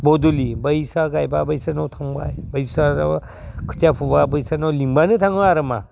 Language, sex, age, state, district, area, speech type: Bodo, male, 60+, Assam, Udalguri, rural, spontaneous